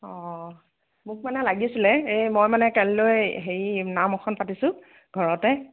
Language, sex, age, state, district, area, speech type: Assamese, female, 30-45, Assam, Nagaon, rural, conversation